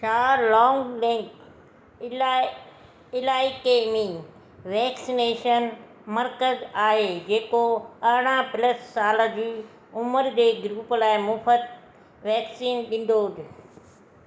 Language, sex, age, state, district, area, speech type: Sindhi, female, 60+, Gujarat, Surat, urban, read